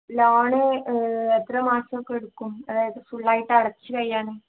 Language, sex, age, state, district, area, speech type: Malayalam, female, 18-30, Kerala, Kozhikode, rural, conversation